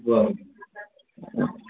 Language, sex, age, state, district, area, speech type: Goan Konkani, male, 60+, Goa, Tiswadi, rural, conversation